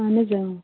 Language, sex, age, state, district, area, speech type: Kashmiri, female, 30-45, Jammu and Kashmir, Anantnag, rural, conversation